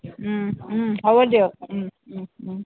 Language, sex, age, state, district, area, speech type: Assamese, female, 60+, Assam, Tinsukia, rural, conversation